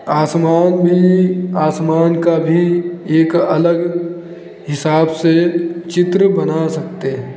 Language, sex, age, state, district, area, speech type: Hindi, male, 45-60, Uttar Pradesh, Lucknow, rural, spontaneous